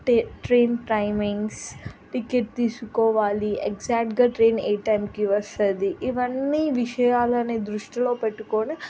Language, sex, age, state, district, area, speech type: Telugu, female, 30-45, Telangana, Siddipet, urban, spontaneous